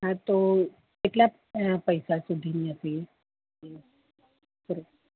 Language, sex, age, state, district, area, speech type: Gujarati, female, 30-45, Gujarat, Kheda, rural, conversation